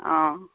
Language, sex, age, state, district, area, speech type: Assamese, female, 60+, Assam, Sivasagar, rural, conversation